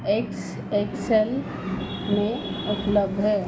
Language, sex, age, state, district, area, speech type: Hindi, female, 45-60, Madhya Pradesh, Chhindwara, rural, read